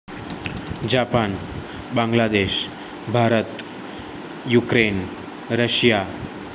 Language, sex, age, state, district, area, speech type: Gujarati, male, 18-30, Gujarat, Surat, urban, spontaneous